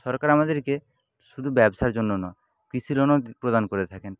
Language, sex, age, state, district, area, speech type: Bengali, male, 30-45, West Bengal, Paschim Medinipur, rural, spontaneous